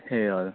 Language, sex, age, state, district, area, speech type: Nepali, male, 30-45, West Bengal, Jalpaiguri, urban, conversation